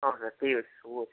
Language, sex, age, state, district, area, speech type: Odia, male, 18-30, Odisha, Nabarangpur, urban, conversation